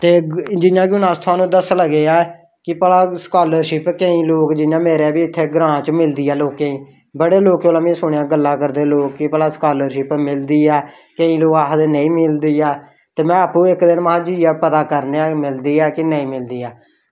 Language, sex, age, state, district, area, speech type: Dogri, male, 18-30, Jammu and Kashmir, Samba, rural, spontaneous